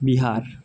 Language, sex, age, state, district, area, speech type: Bengali, male, 30-45, West Bengal, North 24 Parganas, rural, spontaneous